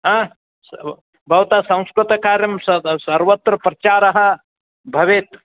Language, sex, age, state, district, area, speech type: Sanskrit, male, 60+, Karnataka, Vijayapura, urban, conversation